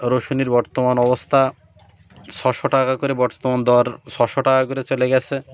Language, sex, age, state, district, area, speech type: Bengali, male, 30-45, West Bengal, Birbhum, urban, spontaneous